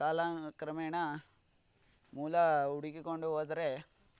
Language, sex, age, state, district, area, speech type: Kannada, male, 45-60, Karnataka, Tumkur, rural, spontaneous